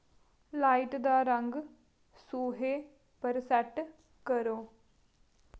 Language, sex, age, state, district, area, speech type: Dogri, female, 30-45, Jammu and Kashmir, Kathua, rural, read